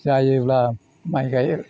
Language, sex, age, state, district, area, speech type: Bodo, male, 60+, Assam, Chirang, rural, spontaneous